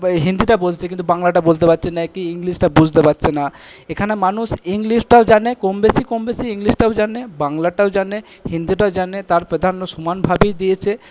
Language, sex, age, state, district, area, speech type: Bengali, male, 18-30, West Bengal, Purba Bardhaman, urban, spontaneous